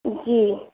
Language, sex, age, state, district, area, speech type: Urdu, female, 60+, Uttar Pradesh, Lucknow, rural, conversation